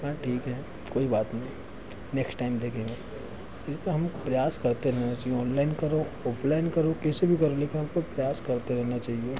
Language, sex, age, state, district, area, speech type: Hindi, male, 18-30, Madhya Pradesh, Harda, urban, spontaneous